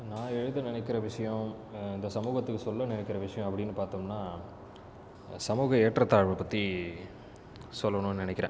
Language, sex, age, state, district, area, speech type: Tamil, male, 18-30, Tamil Nadu, Viluppuram, urban, spontaneous